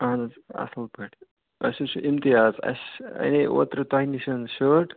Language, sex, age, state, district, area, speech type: Kashmiri, male, 30-45, Jammu and Kashmir, Srinagar, urban, conversation